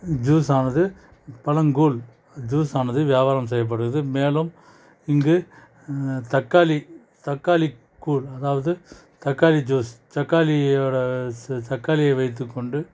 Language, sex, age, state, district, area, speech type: Tamil, male, 45-60, Tamil Nadu, Krishnagiri, rural, spontaneous